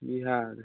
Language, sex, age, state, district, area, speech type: Maithili, male, 18-30, Bihar, Samastipur, rural, conversation